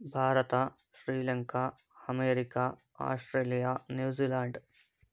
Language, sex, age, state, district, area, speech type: Kannada, male, 18-30, Karnataka, Davanagere, urban, spontaneous